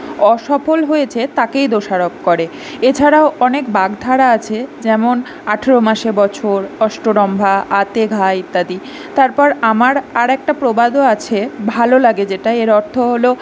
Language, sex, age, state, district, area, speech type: Bengali, female, 18-30, West Bengal, Kolkata, urban, spontaneous